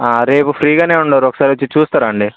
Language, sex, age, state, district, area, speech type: Telugu, male, 18-30, Telangana, Bhadradri Kothagudem, urban, conversation